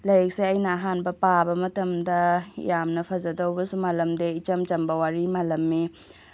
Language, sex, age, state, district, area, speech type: Manipuri, female, 18-30, Manipur, Tengnoupal, rural, spontaneous